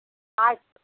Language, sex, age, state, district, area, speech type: Kannada, female, 60+, Karnataka, Udupi, urban, conversation